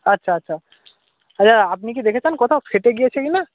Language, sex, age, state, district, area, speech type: Bengali, male, 18-30, West Bengal, Purba Medinipur, rural, conversation